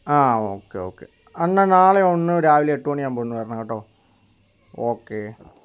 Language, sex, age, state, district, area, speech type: Malayalam, male, 18-30, Kerala, Kozhikode, urban, spontaneous